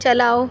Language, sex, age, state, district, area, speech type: Urdu, female, 30-45, Delhi, Central Delhi, urban, read